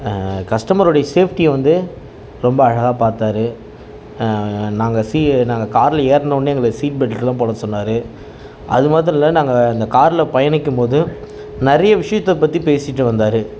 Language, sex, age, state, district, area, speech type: Tamil, male, 30-45, Tamil Nadu, Kallakurichi, rural, spontaneous